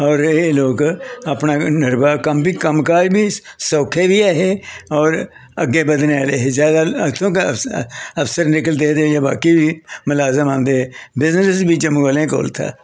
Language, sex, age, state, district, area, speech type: Dogri, male, 60+, Jammu and Kashmir, Jammu, urban, spontaneous